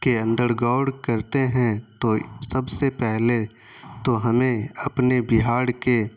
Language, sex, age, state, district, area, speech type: Urdu, male, 18-30, Bihar, Saharsa, urban, spontaneous